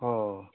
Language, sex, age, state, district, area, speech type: Assamese, female, 60+, Assam, Morigaon, urban, conversation